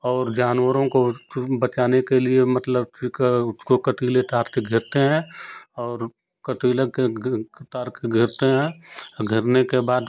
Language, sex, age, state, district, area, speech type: Hindi, male, 45-60, Uttar Pradesh, Ghazipur, rural, spontaneous